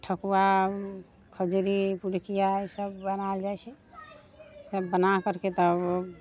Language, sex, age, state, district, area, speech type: Maithili, female, 30-45, Bihar, Muzaffarpur, rural, spontaneous